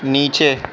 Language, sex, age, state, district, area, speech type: Urdu, male, 18-30, Delhi, North West Delhi, urban, read